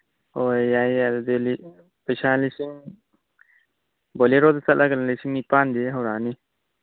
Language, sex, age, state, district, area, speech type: Manipuri, male, 18-30, Manipur, Churachandpur, rural, conversation